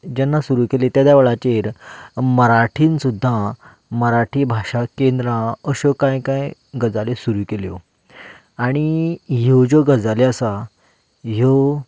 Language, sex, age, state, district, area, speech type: Goan Konkani, male, 30-45, Goa, Canacona, rural, spontaneous